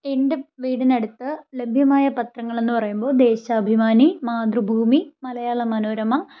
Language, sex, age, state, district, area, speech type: Malayalam, female, 18-30, Kerala, Thiruvananthapuram, rural, spontaneous